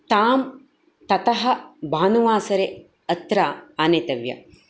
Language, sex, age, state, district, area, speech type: Sanskrit, female, 45-60, Karnataka, Dakshina Kannada, urban, spontaneous